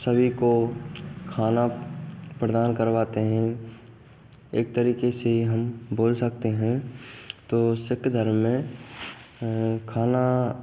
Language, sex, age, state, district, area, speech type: Hindi, male, 18-30, Rajasthan, Bharatpur, rural, spontaneous